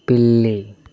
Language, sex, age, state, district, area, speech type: Telugu, male, 30-45, Andhra Pradesh, Chittoor, urban, read